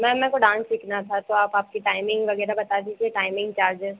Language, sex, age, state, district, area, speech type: Hindi, female, 30-45, Madhya Pradesh, Harda, urban, conversation